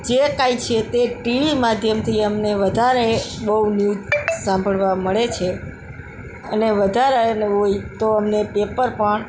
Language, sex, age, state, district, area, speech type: Gujarati, female, 45-60, Gujarat, Morbi, urban, spontaneous